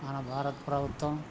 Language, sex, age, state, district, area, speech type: Telugu, male, 60+, Telangana, Hanamkonda, rural, spontaneous